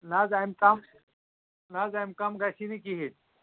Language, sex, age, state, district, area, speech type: Kashmiri, male, 30-45, Jammu and Kashmir, Anantnag, rural, conversation